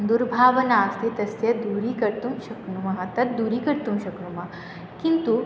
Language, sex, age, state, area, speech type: Sanskrit, female, 18-30, Tripura, rural, spontaneous